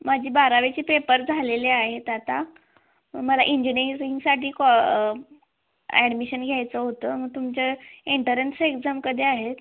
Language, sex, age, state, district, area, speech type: Marathi, female, 18-30, Maharashtra, Sangli, rural, conversation